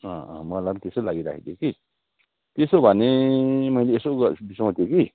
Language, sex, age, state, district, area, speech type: Nepali, male, 45-60, West Bengal, Darjeeling, rural, conversation